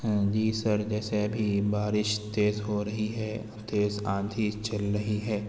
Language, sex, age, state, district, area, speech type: Urdu, male, 60+, Uttar Pradesh, Lucknow, rural, spontaneous